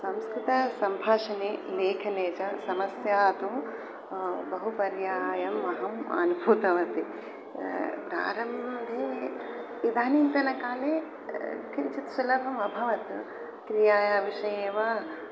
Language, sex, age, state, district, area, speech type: Sanskrit, female, 60+, Telangana, Peddapalli, urban, spontaneous